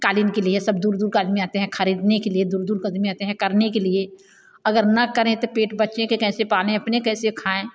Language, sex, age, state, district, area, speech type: Hindi, female, 60+, Uttar Pradesh, Bhadohi, rural, spontaneous